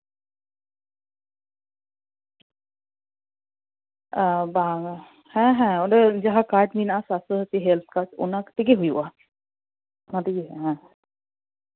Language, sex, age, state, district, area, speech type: Santali, female, 30-45, West Bengal, Paschim Bardhaman, rural, conversation